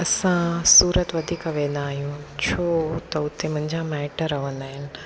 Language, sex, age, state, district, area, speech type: Sindhi, female, 30-45, Gujarat, Junagadh, urban, spontaneous